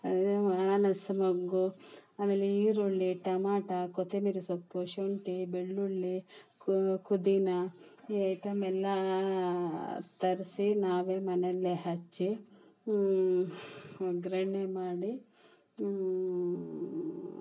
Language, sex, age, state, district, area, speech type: Kannada, female, 45-60, Karnataka, Kolar, rural, spontaneous